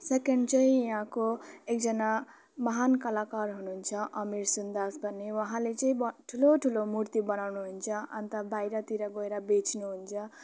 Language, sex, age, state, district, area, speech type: Nepali, female, 18-30, West Bengal, Jalpaiguri, rural, spontaneous